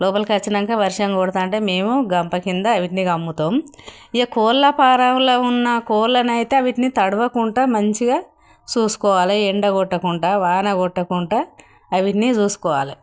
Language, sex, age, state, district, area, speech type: Telugu, female, 60+, Telangana, Jagtial, rural, spontaneous